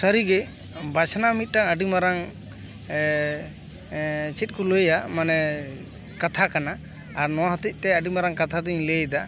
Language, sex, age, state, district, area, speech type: Santali, male, 45-60, West Bengal, Paschim Bardhaman, urban, spontaneous